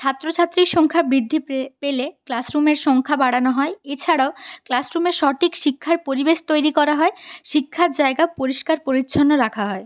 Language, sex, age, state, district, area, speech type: Bengali, female, 30-45, West Bengal, Purulia, urban, spontaneous